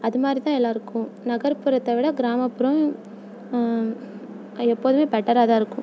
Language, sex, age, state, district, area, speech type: Tamil, female, 18-30, Tamil Nadu, Tiruvarur, rural, spontaneous